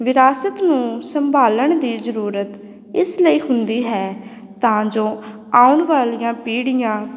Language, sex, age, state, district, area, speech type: Punjabi, female, 18-30, Punjab, Patiala, urban, spontaneous